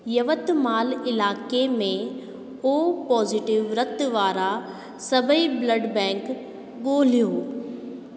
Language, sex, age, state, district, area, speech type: Sindhi, female, 18-30, Rajasthan, Ajmer, urban, read